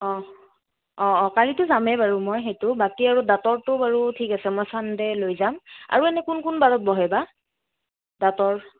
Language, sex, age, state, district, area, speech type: Assamese, female, 30-45, Assam, Morigaon, rural, conversation